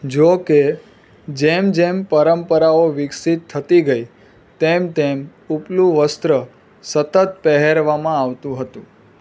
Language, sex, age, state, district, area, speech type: Gujarati, male, 30-45, Gujarat, Surat, urban, read